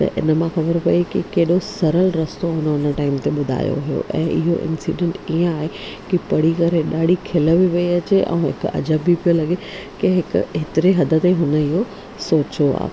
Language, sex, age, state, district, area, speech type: Sindhi, female, 30-45, Maharashtra, Thane, urban, spontaneous